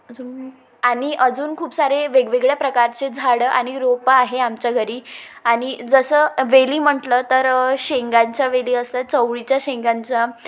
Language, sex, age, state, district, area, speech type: Marathi, female, 18-30, Maharashtra, Wardha, rural, spontaneous